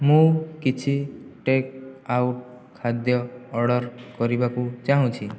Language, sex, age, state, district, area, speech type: Odia, male, 18-30, Odisha, Jajpur, rural, read